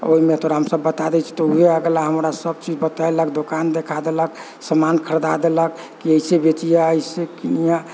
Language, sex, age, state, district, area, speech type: Maithili, male, 45-60, Bihar, Sitamarhi, rural, spontaneous